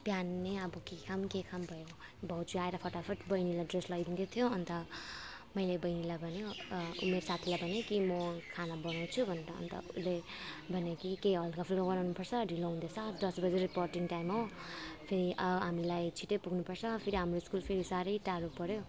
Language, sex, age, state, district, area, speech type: Nepali, female, 30-45, West Bengal, Alipurduar, urban, spontaneous